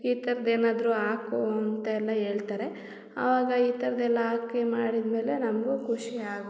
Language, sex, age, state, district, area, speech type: Kannada, female, 30-45, Karnataka, Hassan, urban, spontaneous